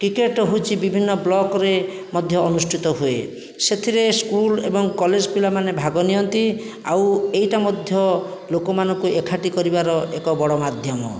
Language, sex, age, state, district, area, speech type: Odia, male, 60+, Odisha, Jajpur, rural, spontaneous